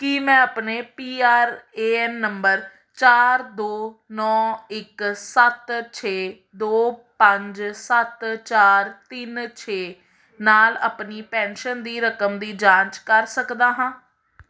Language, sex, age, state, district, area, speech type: Punjabi, female, 30-45, Punjab, Amritsar, urban, read